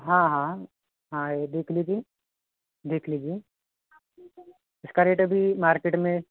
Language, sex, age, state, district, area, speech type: Hindi, male, 30-45, Madhya Pradesh, Balaghat, rural, conversation